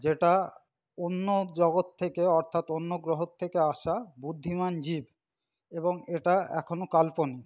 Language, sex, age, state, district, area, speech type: Bengali, male, 45-60, West Bengal, Paschim Bardhaman, rural, spontaneous